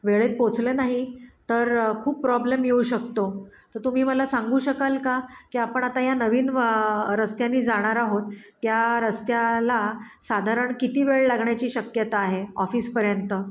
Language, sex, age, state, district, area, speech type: Marathi, female, 45-60, Maharashtra, Pune, urban, spontaneous